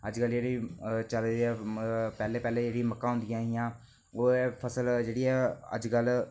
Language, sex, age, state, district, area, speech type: Dogri, male, 18-30, Jammu and Kashmir, Reasi, rural, spontaneous